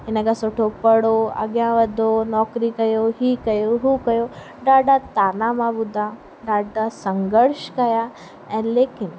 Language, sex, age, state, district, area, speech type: Sindhi, female, 18-30, Rajasthan, Ajmer, urban, spontaneous